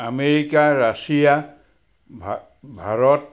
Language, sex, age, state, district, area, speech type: Assamese, male, 60+, Assam, Sivasagar, rural, spontaneous